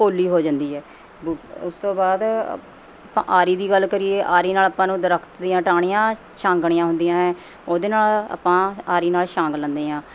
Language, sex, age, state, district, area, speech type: Punjabi, female, 45-60, Punjab, Mohali, urban, spontaneous